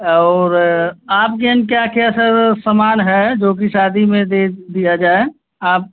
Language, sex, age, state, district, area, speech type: Hindi, male, 18-30, Uttar Pradesh, Azamgarh, rural, conversation